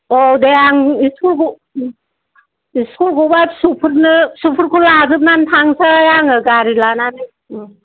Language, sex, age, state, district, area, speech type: Bodo, female, 60+, Assam, Kokrajhar, rural, conversation